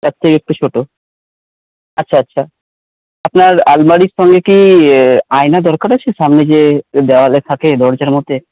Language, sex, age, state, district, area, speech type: Bengali, male, 30-45, West Bengal, Paschim Bardhaman, urban, conversation